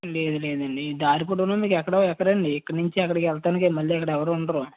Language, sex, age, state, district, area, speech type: Telugu, male, 18-30, Andhra Pradesh, West Godavari, rural, conversation